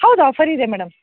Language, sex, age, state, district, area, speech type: Kannada, female, 30-45, Karnataka, Dharwad, urban, conversation